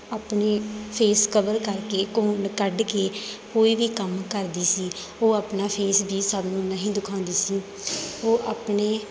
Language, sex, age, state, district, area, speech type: Punjabi, female, 18-30, Punjab, Bathinda, rural, spontaneous